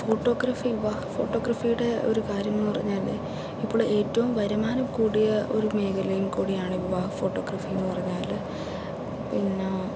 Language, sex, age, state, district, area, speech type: Malayalam, female, 30-45, Kerala, Palakkad, urban, spontaneous